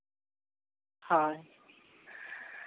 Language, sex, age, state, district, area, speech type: Santali, male, 18-30, Jharkhand, Seraikela Kharsawan, rural, conversation